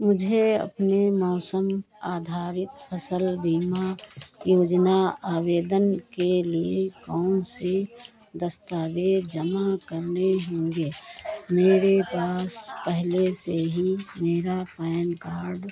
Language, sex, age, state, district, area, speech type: Hindi, female, 60+, Uttar Pradesh, Hardoi, rural, read